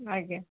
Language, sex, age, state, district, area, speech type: Odia, female, 45-60, Odisha, Angul, rural, conversation